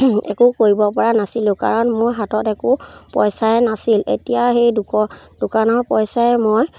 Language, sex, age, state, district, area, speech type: Assamese, female, 30-45, Assam, Charaideo, rural, spontaneous